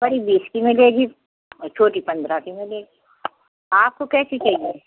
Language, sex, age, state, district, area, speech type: Hindi, female, 60+, Madhya Pradesh, Jabalpur, urban, conversation